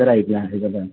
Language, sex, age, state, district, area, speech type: Malayalam, male, 18-30, Kerala, Malappuram, rural, conversation